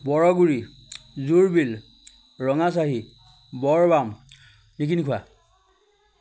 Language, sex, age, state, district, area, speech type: Assamese, male, 30-45, Assam, Majuli, urban, spontaneous